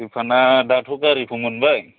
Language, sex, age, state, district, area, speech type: Bodo, male, 30-45, Assam, Kokrajhar, rural, conversation